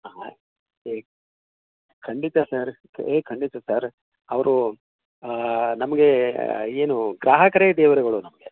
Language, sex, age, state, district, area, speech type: Kannada, male, 60+, Karnataka, Koppal, rural, conversation